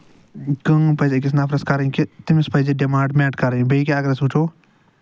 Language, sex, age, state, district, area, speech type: Kashmiri, male, 60+, Jammu and Kashmir, Ganderbal, urban, spontaneous